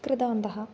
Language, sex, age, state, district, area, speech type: Sanskrit, female, 18-30, Kerala, Kannur, rural, spontaneous